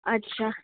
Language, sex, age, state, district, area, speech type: Hindi, female, 18-30, Rajasthan, Jodhpur, urban, conversation